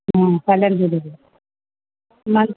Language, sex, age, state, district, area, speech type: Telugu, female, 60+, Telangana, Hyderabad, urban, conversation